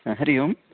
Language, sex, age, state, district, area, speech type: Sanskrit, male, 30-45, Karnataka, Uttara Kannada, rural, conversation